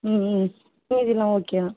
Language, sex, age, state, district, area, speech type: Tamil, female, 18-30, Tamil Nadu, Cuddalore, urban, conversation